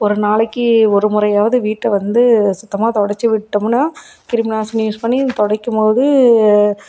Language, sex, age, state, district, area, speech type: Tamil, female, 30-45, Tamil Nadu, Salem, rural, spontaneous